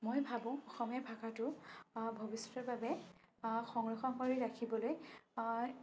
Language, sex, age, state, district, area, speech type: Assamese, female, 30-45, Assam, Sonitpur, rural, spontaneous